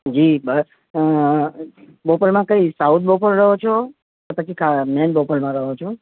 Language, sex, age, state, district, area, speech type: Gujarati, male, 45-60, Gujarat, Ahmedabad, urban, conversation